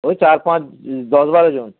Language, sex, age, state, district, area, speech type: Bengali, male, 45-60, West Bengal, Dakshin Dinajpur, rural, conversation